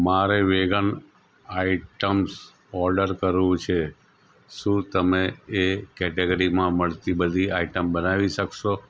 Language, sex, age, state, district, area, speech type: Gujarati, male, 45-60, Gujarat, Anand, rural, read